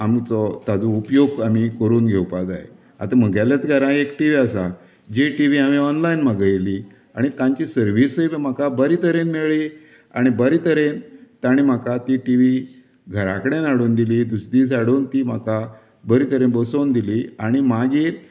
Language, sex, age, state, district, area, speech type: Goan Konkani, male, 60+, Goa, Canacona, rural, spontaneous